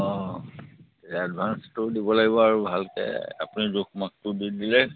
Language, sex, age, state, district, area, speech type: Assamese, male, 45-60, Assam, Sivasagar, rural, conversation